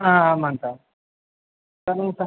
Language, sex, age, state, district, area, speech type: Tamil, male, 18-30, Tamil Nadu, Sivaganga, rural, conversation